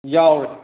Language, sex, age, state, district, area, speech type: Manipuri, male, 30-45, Manipur, Kangpokpi, urban, conversation